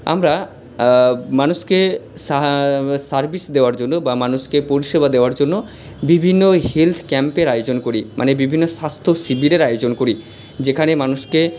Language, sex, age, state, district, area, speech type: Bengali, male, 45-60, West Bengal, Purba Bardhaman, urban, spontaneous